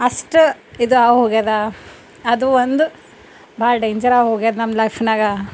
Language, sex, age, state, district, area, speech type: Kannada, female, 30-45, Karnataka, Bidar, rural, spontaneous